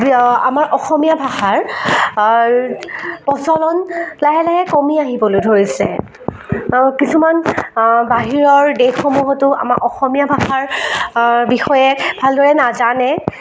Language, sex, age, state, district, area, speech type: Assamese, female, 18-30, Assam, Jorhat, rural, spontaneous